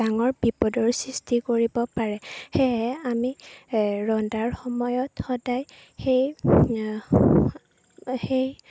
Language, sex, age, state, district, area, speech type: Assamese, female, 18-30, Assam, Chirang, rural, spontaneous